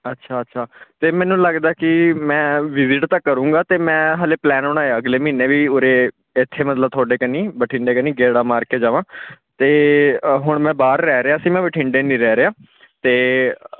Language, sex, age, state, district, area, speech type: Punjabi, male, 18-30, Punjab, Bathinda, urban, conversation